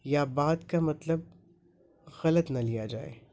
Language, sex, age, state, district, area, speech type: Urdu, male, 18-30, Delhi, North East Delhi, urban, spontaneous